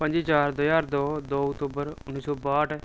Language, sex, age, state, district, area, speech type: Dogri, male, 30-45, Jammu and Kashmir, Udhampur, urban, spontaneous